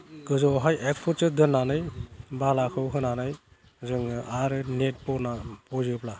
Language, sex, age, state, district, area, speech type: Bodo, male, 45-60, Assam, Udalguri, rural, spontaneous